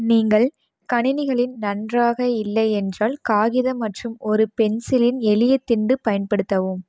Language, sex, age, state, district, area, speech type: Tamil, female, 18-30, Tamil Nadu, Namakkal, rural, read